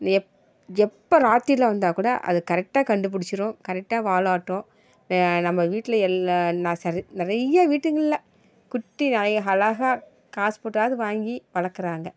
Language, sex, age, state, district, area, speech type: Tamil, female, 45-60, Tamil Nadu, Dharmapuri, rural, spontaneous